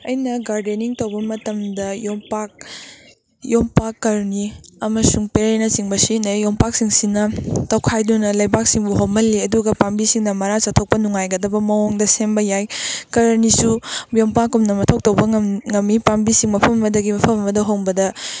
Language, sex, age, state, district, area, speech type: Manipuri, female, 18-30, Manipur, Kakching, rural, spontaneous